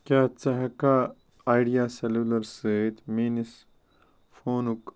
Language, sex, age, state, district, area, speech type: Kashmiri, male, 30-45, Jammu and Kashmir, Ganderbal, rural, read